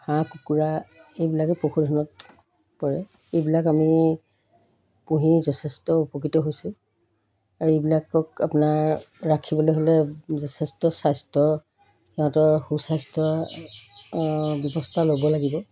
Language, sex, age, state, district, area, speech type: Assamese, female, 45-60, Assam, Golaghat, urban, spontaneous